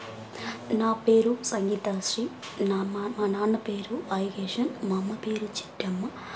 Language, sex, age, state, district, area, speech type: Telugu, female, 18-30, Andhra Pradesh, Sri Balaji, rural, spontaneous